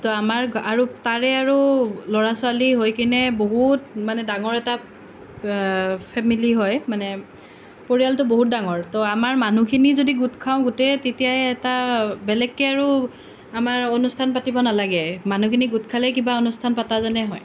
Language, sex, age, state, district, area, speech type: Assamese, female, 18-30, Assam, Nalbari, rural, spontaneous